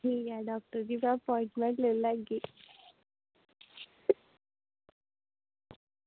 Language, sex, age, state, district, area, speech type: Dogri, female, 18-30, Jammu and Kashmir, Samba, rural, conversation